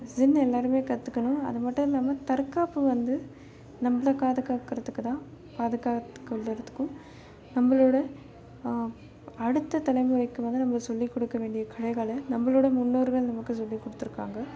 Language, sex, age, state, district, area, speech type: Tamil, female, 18-30, Tamil Nadu, Chennai, urban, spontaneous